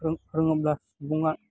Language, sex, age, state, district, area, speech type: Bodo, male, 18-30, Assam, Baksa, rural, spontaneous